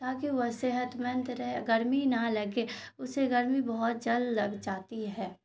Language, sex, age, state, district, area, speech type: Urdu, female, 18-30, Bihar, Khagaria, rural, spontaneous